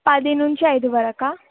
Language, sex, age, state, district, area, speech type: Telugu, female, 18-30, Telangana, Vikarabad, urban, conversation